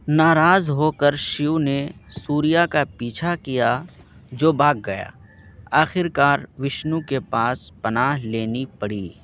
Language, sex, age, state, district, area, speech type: Urdu, male, 18-30, Bihar, Purnia, rural, read